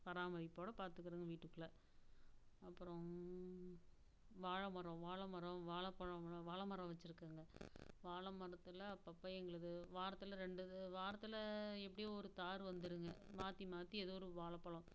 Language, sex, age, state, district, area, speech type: Tamil, female, 45-60, Tamil Nadu, Namakkal, rural, spontaneous